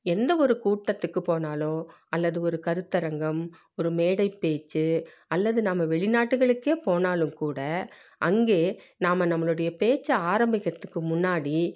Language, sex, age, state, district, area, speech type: Tamil, female, 45-60, Tamil Nadu, Salem, rural, spontaneous